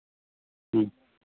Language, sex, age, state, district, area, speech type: Santali, male, 45-60, West Bengal, Bankura, rural, conversation